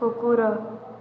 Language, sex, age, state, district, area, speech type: Odia, female, 18-30, Odisha, Balangir, urban, read